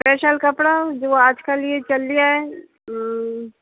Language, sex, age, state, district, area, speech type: Urdu, female, 45-60, Uttar Pradesh, Rampur, urban, conversation